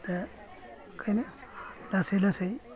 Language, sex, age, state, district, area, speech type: Bodo, male, 60+, Assam, Kokrajhar, rural, spontaneous